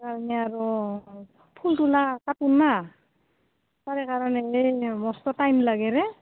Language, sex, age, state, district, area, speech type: Assamese, female, 45-60, Assam, Goalpara, urban, conversation